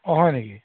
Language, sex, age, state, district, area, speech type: Assamese, male, 30-45, Assam, Golaghat, urban, conversation